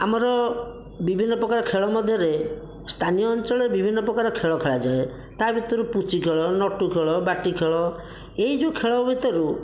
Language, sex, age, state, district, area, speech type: Odia, male, 30-45, Odisha, Bhadrak, rural, spontaneous